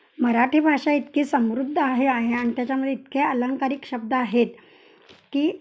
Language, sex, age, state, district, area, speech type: Marathi, female, 45-60, Maharashtra, Kolhapur, urban, spontaneous